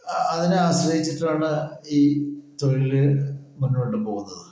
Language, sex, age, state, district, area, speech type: Malayalam, male, 60+, Kerala, Palakkad, rural, spontaneous